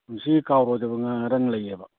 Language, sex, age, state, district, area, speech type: Manipuri, male, 60+, Manipur, Kakching, rural, conversation